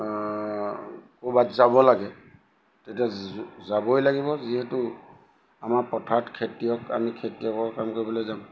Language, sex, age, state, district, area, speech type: Assamese, male, 60+, Assam, Lakhimpur, rural, spontaneous